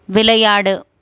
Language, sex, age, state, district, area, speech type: Tamil, female, 30-45, Tamil Nadu, Krishnagiri, rural, read